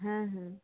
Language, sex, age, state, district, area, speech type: Bengali, female, 45-60, West Bengal, Dakshin Dinajpur, urban, conversation